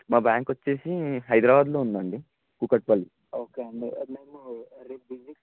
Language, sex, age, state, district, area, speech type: Telugu, male, 18-30, Telangana, Vikarabad, urban, conversation